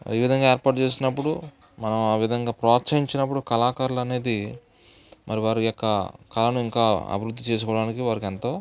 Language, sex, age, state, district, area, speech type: Telugu, male, 45-60, Andhra Pradesh, Eluru, rural, spontaneous